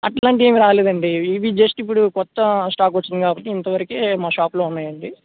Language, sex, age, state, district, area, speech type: Telugu, male, 18-30, Telangana, Khammam, urban, conversation